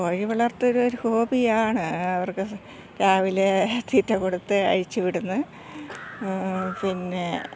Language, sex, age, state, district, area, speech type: Malayalam, female, 60+, Kerala, Thiruvananthapuram, urban, spontaneous